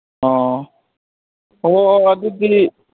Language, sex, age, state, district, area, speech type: Manipuri, male, 30-45, Manipur, Kangpokpi, urban, conversation